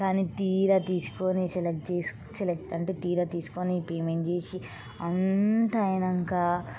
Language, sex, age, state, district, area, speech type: Telugu, female, 18-30, Telangana, Hyderabad, urban, spontaneous